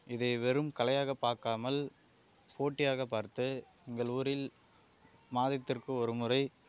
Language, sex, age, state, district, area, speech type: Tamil, male, 18-30, Tamil Nadu, Kallakurichi, rural, spontaneous